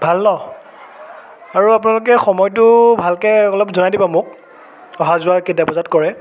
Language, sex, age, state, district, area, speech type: Assamese, male, 18-30, Assam, Biswanath, rural, spontaneous